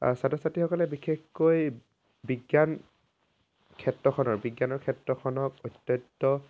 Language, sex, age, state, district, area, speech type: Assamese, male, 18-30, Assam, Dhemaji, rural, spontaneous